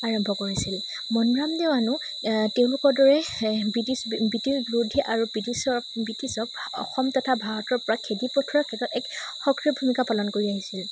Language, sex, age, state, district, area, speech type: Assamese, female, 18-30, Assam, Majuli, urban, spontaneous